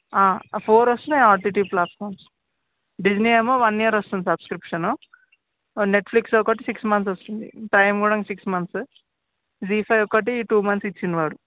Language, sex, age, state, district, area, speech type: Telugu, male, 18-30, Telangana, Vikarabad, urban, conversation